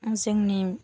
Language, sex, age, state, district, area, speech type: Bodo, female, 30-45, Assam, Baksa, rural, spontaneous